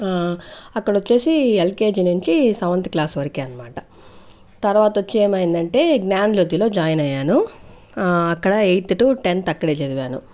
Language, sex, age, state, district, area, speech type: Telugu, female, 60+, Andhra Pradesh, Chittoor, rural, spontaneous